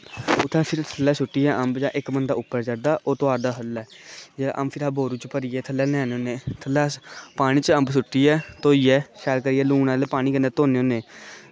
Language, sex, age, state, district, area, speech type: Dogri, male, 18-30, Jammu and Kashmir, Kathua, rural, spontaneous